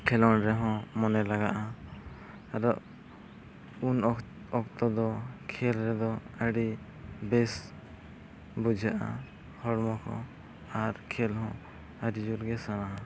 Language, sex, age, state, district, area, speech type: Santali, male, 18-30, Jharkhand, East Singhbhum, rural, spontaneous